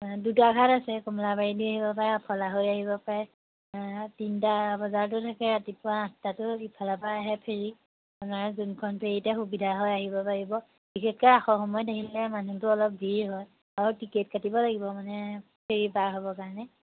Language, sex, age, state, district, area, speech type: Assamese, female, 18-30, Assam, Majuli, urban, conversation